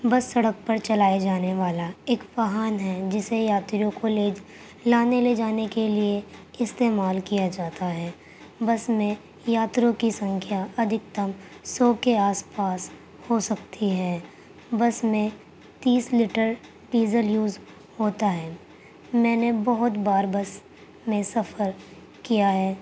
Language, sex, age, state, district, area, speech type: Urdu, female, 18-30, Uttar Pradesh, Gautam Buddha Nagar, urban, spontaneous